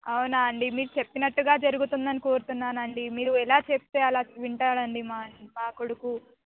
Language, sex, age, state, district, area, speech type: Telugu, female, 18-30, Telangana, Hyderabad, urban, conversation